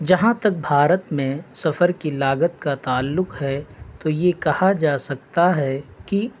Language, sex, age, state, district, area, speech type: Urdu, male, 18-30, Delhi, North East Delhi, rural, spontaneous